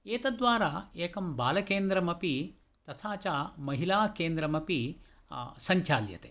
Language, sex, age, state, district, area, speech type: Sanskrit, male, 60+, Karnataka, Tumkur, urban, spontaneous